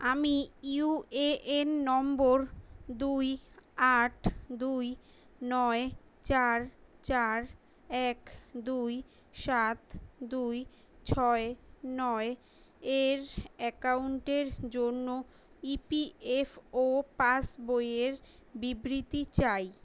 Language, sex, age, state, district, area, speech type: Bengali, female, 18-30, West Bengal, Kolkata, urban, read